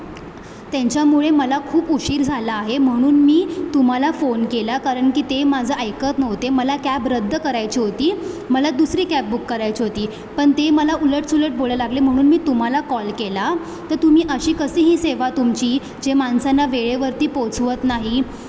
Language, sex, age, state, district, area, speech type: Marathi, female, 18-30, Maharashtra, Mumbai Suburban, urban, spontaneous